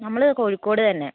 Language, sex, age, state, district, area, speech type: Malayalam, female, 18-30, Kerala, Kozhikode, urban, conversation